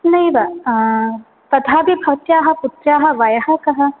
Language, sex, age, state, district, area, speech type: Sanskrit, female, 18-30, Kerala, Palakkad, rural, conversation